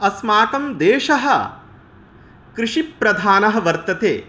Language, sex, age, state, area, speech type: Sanskrit, male, 30-45, Bihar, rural, spontaneous